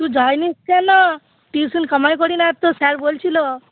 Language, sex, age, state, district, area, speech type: Bengali, female, 18-30, West Bengal, Cooch Behar, urban, conversation